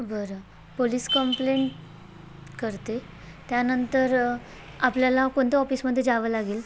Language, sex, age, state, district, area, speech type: Marathi, female, 18-30, Maharashtra, Bhandara, rural, spontaneous